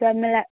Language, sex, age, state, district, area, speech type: Maithili, female, 18-30, Bihar, Araria, urban, conversation